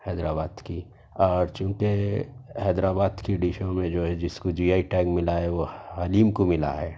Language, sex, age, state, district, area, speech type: Urdu, male, 30-45, Telangana, Hyderabad, urban, spontaneous